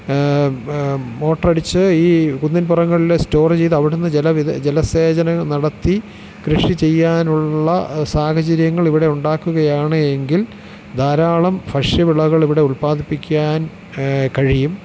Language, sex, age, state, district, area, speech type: Malayalam, male, 45-60, Kerala, Thiruvananthapuram, urban, spontaneous